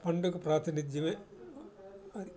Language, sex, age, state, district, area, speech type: Telugu, male, 60+, Andhra Pradesh, Guntur, urban, spontaneous